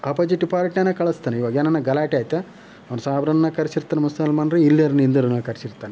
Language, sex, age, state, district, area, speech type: Kannada, male, 18-30, Karnataka, Chitradurga, rural, spontaneous